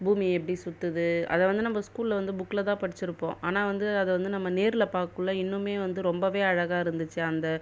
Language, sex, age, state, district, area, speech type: Tamil, female, 30-45, Tamil Nadu, Viluppuram, rural, spontaneous